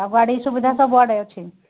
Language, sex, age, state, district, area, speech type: Odia, female, 60+, Odisha, Angul, rural, conversation